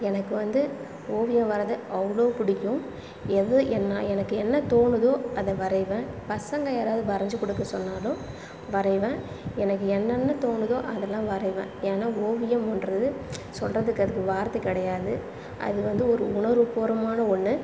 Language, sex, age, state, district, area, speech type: Tamil, female, 30-45, Tamil Nadu, Cuddalore, rural, spontaneous